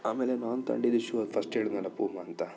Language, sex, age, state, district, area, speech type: Kannada, male, 30-45, Karnataka, Chikkaballapur, urban, spontaneous